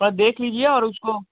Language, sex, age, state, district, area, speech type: Hindi, male, 18-30, Uttar Pradesh, Chandauli, rural, conversation